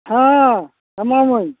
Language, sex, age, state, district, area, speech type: Santali, male, 45-60, West Bengal, Malda, rural, conversation